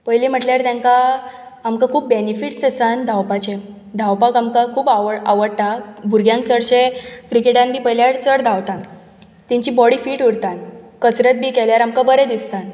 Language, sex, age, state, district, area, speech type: Goan Konkani, female, 18-30, Goa, Bardez, urban, spontaneous